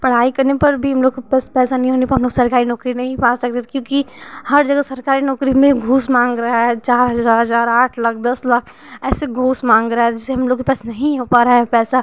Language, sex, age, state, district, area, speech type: Hindi, female, 18-30, Uttar Pradesh, Ghazipur, rural, spontaneous